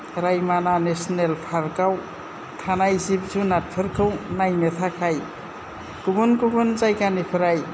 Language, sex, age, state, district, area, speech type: Bodo, female, 60+, Assam, Kokrajhar, rural, spontaneous